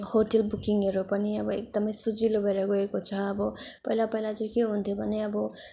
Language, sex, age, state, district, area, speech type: Nepali, female, 18-30, West Bengal, Darjeeling, rural, spontaneous